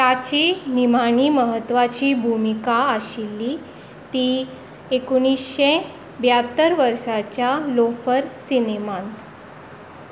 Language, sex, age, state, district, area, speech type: Goan Konkani, female, 18-30, Goa, Tiswadi, rural, read